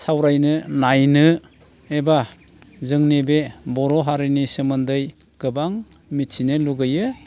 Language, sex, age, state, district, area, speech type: Bodo, male, 60+, Assam, Baksa, urban, spontaneous